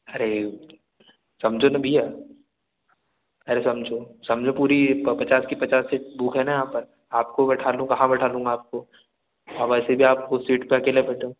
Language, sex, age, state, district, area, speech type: Hindi, male, 18-30, Madhya Pradesh, Balaghat, rural, conversation